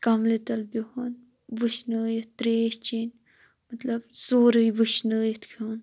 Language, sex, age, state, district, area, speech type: Kashmiri, female, 18-30, Jammu and Kashmir, Shopian, rural, spontaneous